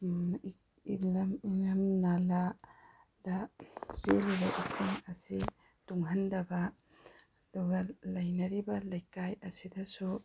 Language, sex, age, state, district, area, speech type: Manipuri, female, 30-45, Manipur, Tengnoupal, rural, spontaneous